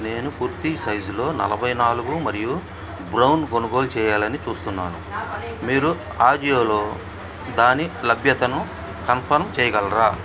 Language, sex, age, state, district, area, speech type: Telugu, male, 45-60, Andhra Pradesh, Bapatla, urban, read